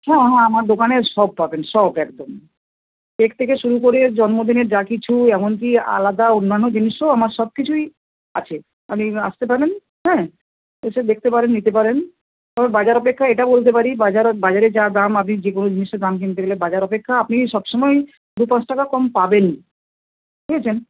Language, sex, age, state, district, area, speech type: Bengali, female, 60+, West Bengal, Bankura, urban, conversation